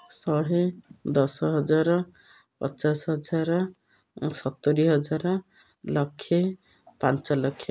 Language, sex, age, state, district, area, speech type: Odia, female, 60+, Odisha, Ganjam, urban, spontaneous